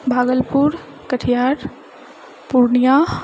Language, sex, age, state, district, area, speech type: Maithili, female, 30-45, Bihar, Purnia, urban, spontaneous